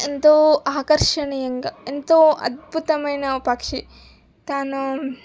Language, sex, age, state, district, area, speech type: Telugu, female, 18-30, Telangana, Medak, rural, spontaneous